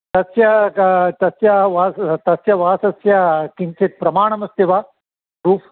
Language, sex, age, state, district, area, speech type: Sanskrit, male, 60+, Andhra Pradesh, Visakhapatnam, urban, conversation